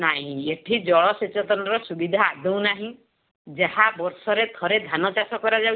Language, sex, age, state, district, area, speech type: Odia, female, 45-60, Odisha, Balasore, rural, conversation